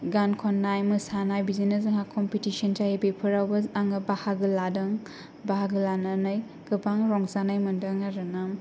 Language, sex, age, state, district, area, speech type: Bodo, female, 18-30, Assam, Kokrajhar, rural, spontaneous